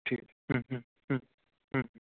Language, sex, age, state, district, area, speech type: Bengali, male, 18-30, West Bengal, Bankura, urban, conversation